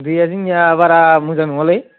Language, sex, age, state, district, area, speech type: Bodo, male, 30-45, Assam, Baksa, urban, conversation